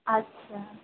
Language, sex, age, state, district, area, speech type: Bengali, female, 18-30, West Bengal, Purba Bardhaman, urban, conversation